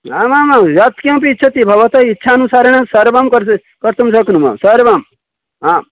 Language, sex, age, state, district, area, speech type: Sanskrit, male, 60+, Odisha, Balasore, urban, conversation